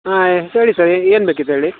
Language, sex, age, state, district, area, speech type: Kannada, male, 60+, Karnataka, Shimoga, rural, conversation